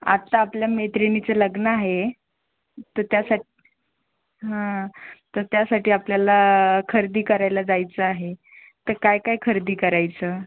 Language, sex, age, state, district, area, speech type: Marathi, female, 18-30, Maharashtra, Aurangabad, rural, conversation